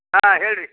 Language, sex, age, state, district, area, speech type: Kannada, male, 60+, Karnataka, Bidar, rural, conversation